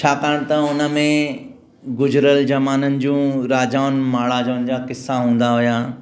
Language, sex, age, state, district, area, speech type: Sindhi, male, 45-60, Maharashtra, Mumbai Suburban, urban, spontaneous